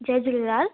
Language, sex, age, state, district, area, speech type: Sindhi, female, 18-30, Delhi, South Delhi, urban, conversation